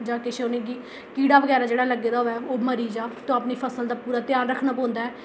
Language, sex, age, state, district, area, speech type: Dogri, female, 18-30, Jammu and Kashmir, Jammu, rural, spontaneous